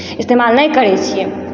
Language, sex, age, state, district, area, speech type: Maithili, female, 18-30, Bihar, Supaul, rural, spontaneous